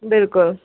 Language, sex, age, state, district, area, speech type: Kashmiri, female, 30-45, Jammu and Kashmir, Ganderbal, rural, conversation